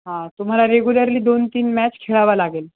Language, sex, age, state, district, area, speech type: Marathi, male, 18-30, Maharashtra, Jalna, urban, conversation